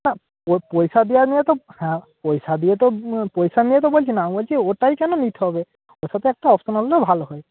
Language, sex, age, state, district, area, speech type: Bengali, male, 18-30, West Bengal, Purba Medinipur, rural, conversation